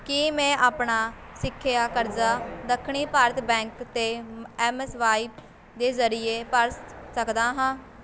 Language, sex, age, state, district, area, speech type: Punjabi, female, 18-30, Punjab, Shaheed Bhagat Singh Nagar, rural, read